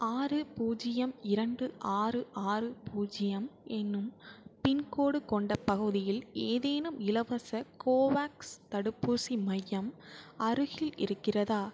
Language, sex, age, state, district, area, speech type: Tamil, female, 18-30, Tamil Nadu, Mayiladuthurai, urban, read